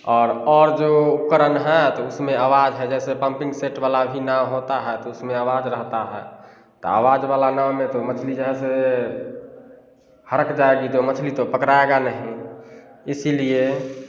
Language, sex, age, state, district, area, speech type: Hindi, male, 30-45, Bihar, Samastipur, rural, spontaneous